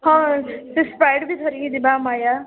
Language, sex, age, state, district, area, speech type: Odia, female, 18-30, Odisha, Balangir, urban, conversation